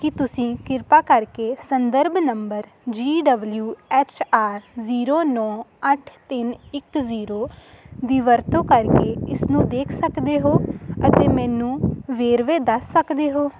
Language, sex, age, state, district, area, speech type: Punjabi, female, 18-30, Punjab, Hoshiarpur, rural, read